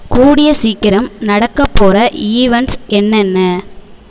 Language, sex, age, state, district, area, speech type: Tamil, female, 18-30, Tamil Nadu, Tiruvarur, rural, read